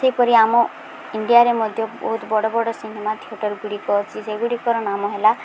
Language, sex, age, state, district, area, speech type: Odia, female, 18-30, Odisha, Subarnapur, urban, spontaneous